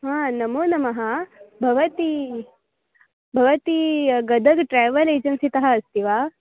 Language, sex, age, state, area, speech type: Sanskrit, female, 18-30, Goa, urban, conversation